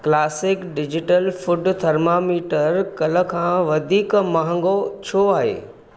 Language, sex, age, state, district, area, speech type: Sindhi, male, 45-60, Maharashtra, Mumbai Suburban, urban, read